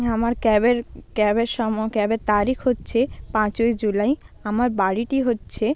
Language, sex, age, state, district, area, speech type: Bengali, female, 30-45, West Bengal, Purba Medinipur, rural, spontaneous